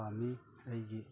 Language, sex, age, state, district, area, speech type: Manipuri, male, 60+, Manipur, Chandel, rural, read